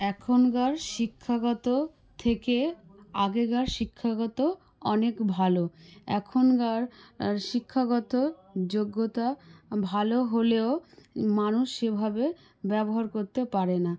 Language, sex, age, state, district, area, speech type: Bengali, female, 18-30, West Bengal, South 24 Parganas, rural, spontaneous